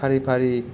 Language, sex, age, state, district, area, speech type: Bodo, male, 18-30, Assam, Kokrajhar, rural, read